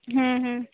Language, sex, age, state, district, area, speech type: Santali, female, 18-30, West Bengal, Purba Bardhaman, rural, conversation